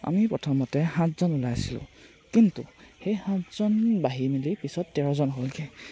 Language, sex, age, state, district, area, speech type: Assamese, male, 18-30, Assam, Charaideo, rural, spontaneous